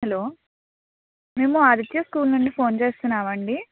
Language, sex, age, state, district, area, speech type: Telugu, female, 18-30, Andhra Pradesh, Eluru, rural, conversation